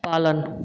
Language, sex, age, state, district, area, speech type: Hindi, male, 30-45, Bihar, Samastipur, urban, read